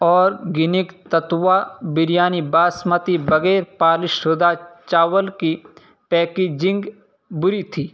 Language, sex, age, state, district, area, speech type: Urdu, male, 18-30, Uttar Pradesh, Saharanpur, urban, read